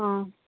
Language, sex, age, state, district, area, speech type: Manipuri, female, 45-60, Manipur, Kangpokpi, urban, conversation